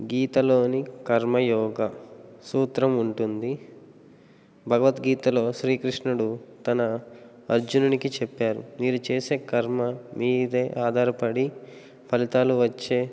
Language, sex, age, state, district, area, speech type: Telugu, male, 18-30, Telangana, Nagarkurnool, urban, spontaneous